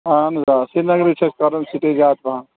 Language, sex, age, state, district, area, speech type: Kashmiri, male, 30-45, Jammu and Kashmir, Srinagar, urban, conversation